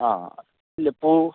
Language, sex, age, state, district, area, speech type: Malayalam, male, 60+, Kerala, Palakkad, urban, conversation